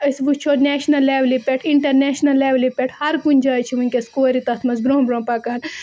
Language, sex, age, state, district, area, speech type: Kashmiri, female, 18-30, Jammu and Kashmir, Budgam, rural, spontaneous